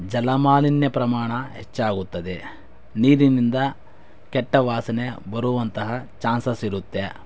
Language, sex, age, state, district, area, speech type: Kannada, male, 30-45, Karnataka, Chikkaballapur, rural, spontaneous